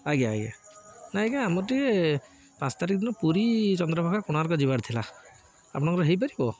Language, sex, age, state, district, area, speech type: Odia, male, 30-45, Odisha, Jagatsinghpur, rural, spontaneous